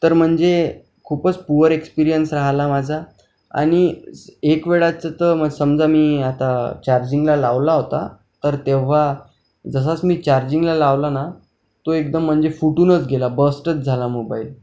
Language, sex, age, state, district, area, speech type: Marathi, male, 18-30, Maharashtra, Akola, urban, spontaneous